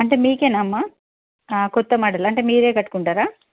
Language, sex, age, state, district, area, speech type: Telugu, female, 30-45, Telangana, Peddapalli, rural, conversation